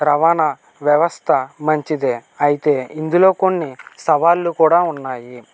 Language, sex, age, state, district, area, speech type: Telugu, male, 18-30, Andhra Pradesh, Kakinada, rural, spontaneous